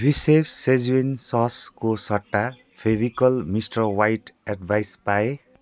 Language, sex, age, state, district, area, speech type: Nepali, male, 45-60, West Bengal, Jalpaiguri, urban, read